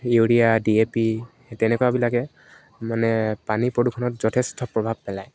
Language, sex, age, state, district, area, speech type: Assamese, male, 18-30, Assam, Dibrugarh, urban, spontaneous